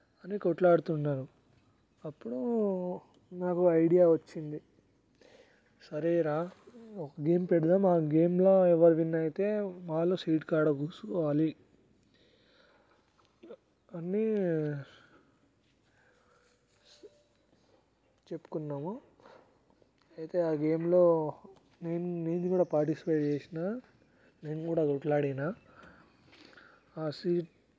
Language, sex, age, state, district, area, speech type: Telugu, male, 30-45, Telangana, Vikarabad, urban, spontaneous